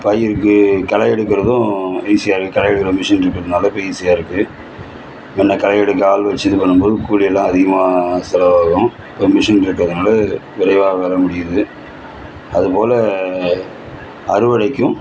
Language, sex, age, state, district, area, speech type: Tamil, male, 30-45, Tamil Nadu, Cuddalore, rural, spontaneous